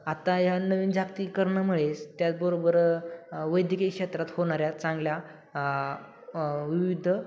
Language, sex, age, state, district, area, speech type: Marathi, male, 18-30, Maharashtra, Satara, urban, spontaneous